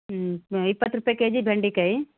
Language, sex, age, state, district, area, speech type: Kannada, female, 30-45, Karnataka, Gulbarga, urban, conversation